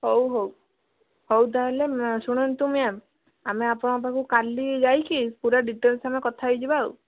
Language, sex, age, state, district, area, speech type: Odia, female, 30-45, Odisha, Bhadrak, rural, conversation